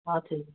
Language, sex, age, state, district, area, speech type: Nepali, female, 45-60, West Bengal, Darjeeling, rural, conversation